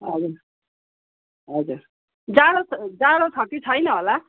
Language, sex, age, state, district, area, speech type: Nepali, female, 45-60, West Bengal, Kalimpong, rural, conversation